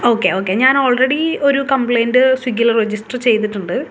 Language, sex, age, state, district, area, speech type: Malayalam, female, 18-30, Kerala, Thrissur, urban, spontaneous